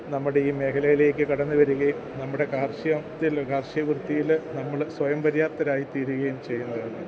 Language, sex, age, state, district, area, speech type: Malayalam, male, 45-60, Kerala, Kottayam, urban, spontaneous